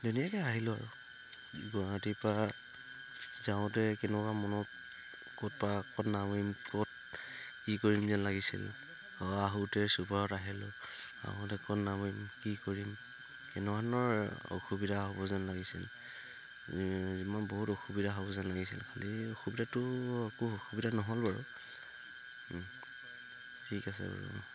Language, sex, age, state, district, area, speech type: Assamese, male, 45-60, Assam, Tinsukia, rural, spontaneous